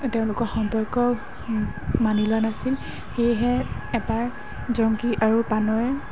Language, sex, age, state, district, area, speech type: Assamese, female, 18-30, Assam, Golaghat, urban, spontaneous